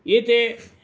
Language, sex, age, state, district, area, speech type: Sanskrit, male, 60+, Karnataka, Uttara Kannada, rural, spontaneous